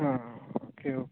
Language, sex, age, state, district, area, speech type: Malayalam, male, 18-30, Kerala, Wayanad, rural, conversation